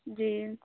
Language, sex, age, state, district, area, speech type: Urdu, female, 18-30, Bihar, Saharsa, rural, conversation